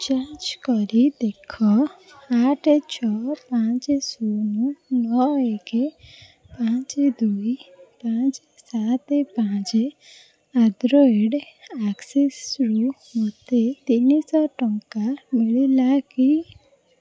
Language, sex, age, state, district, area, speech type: Odia, female, 45-60, Odisha, Puri, urban, read